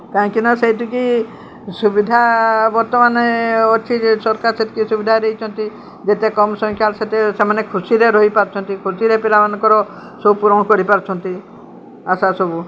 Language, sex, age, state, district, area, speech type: Odia, female, 60+, Odisha, Sundergarh, urban, spontaneous